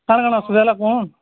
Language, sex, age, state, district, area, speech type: Odia, male, 30-45, Odisha, Sambalpur, rural, conversation